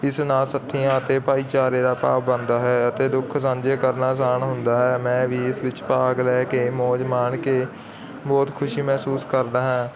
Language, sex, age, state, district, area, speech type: Punjabi, male, 45-60, Punjab, Barnala, rural, spontaneous